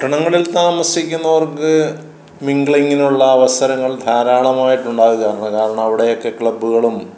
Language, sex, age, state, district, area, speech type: Malayalam, male, 60+, Kerala, Kottayam, rural, spontaneous